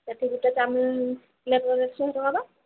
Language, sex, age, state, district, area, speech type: Odia, female, 45-60, Odisha, Sambalpur, rural, conversation